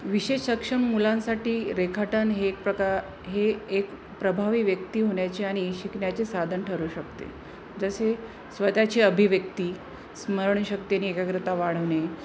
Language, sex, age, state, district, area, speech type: Marathi, female, 30-45, Maharashtra, Jalna, urban, spontaneous